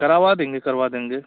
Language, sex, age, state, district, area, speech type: Hindi, male, 18-30, Uttar Pradesh, Jaunpur, urban, conversation